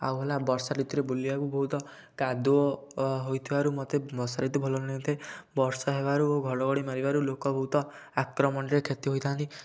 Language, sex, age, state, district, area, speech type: Odia, male, 18-30, Odisha, Kendujhar, urban, spontaneous